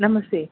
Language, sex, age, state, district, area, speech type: Sanskrit, female, 30-45, Tamil Nadu, Tiruchirappalli, urban, conversation